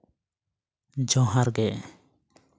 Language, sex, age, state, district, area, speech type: Santali, male, 18-30, West Bengal, Bankura, rural, spontaneous